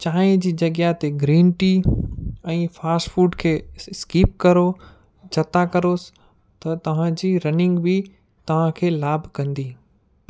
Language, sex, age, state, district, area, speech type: Sindhi, male, 30-45, Gujarat, Kutch, urban, spontaneous